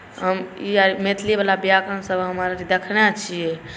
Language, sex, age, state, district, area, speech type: Maithili, male, 18-30, Bihar, Saharsa, rural, spontaneous